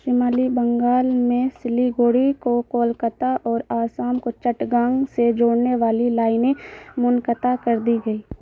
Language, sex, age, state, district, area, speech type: Urdu, female, 18-30, Bihar, Saharsa, rural, read